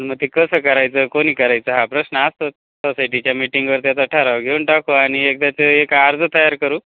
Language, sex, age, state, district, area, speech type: Marathi, male, 45-60, Maharashtra, Nashik, urban, conversation